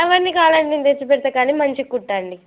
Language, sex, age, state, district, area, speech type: Telugu, female, 18-30, Telangana, Mancherial, rural, conversation